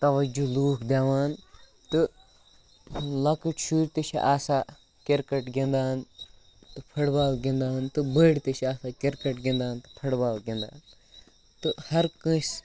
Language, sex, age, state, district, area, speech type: Kashmiri, male, 18-30, Jammu and Kashmir, Baramulla, rural, spontaneous